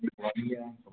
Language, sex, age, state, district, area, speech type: Dogri, male, 30-45, Jammu and Kashmir, Reasi, urban, conversation